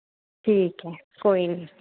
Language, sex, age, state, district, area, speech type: Dogri, female, 30-45, Jammu and Kashmir, Kathua, rural, conversation